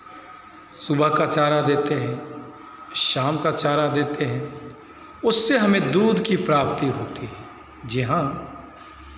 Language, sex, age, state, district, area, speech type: Hindi, male, 45-60, Bihar, Begusarai, rural, spontaneous